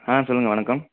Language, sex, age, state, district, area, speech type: Tamil, male, 18-30, Tamil Nadu, Tiruchirappalli, rural, conversation